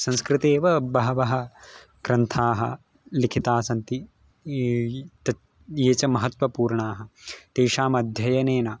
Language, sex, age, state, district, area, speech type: Sanskrit, male, 18-30, Gujarat, Surat, urban, spontaneous